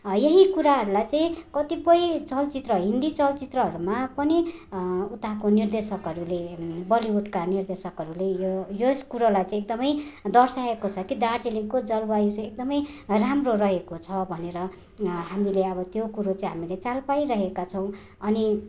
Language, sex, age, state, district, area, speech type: Nepali, female, 45-60, West Bengal, Darjeeling, rural, spontaneous